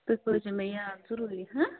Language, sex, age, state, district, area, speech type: Kashmiri, female, 30-45, Jammu and Kashmir, Bandipora, rural, conversation